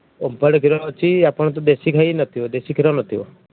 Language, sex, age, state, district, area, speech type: Odia, male, 30-45, Odisha, Kendujhar, urban, conversation